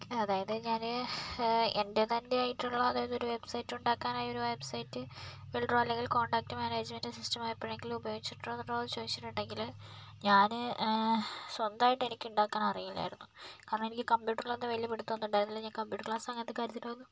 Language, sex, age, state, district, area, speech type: Malayalam, male, 30-45, Kerala, Kozhikode, urban, spontaneous